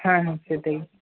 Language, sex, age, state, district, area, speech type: Bengali, male, 18-30, West Bengal, Purba Medinipur, rural, conversation